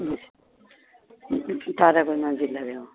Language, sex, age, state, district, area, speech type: Assamese, female, 60+, Assam, Kamrup Metropolitan, rural, conversation